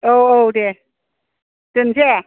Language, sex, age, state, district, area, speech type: Bodo, female, 60+, Assam, Kokrajhar, rural, conversation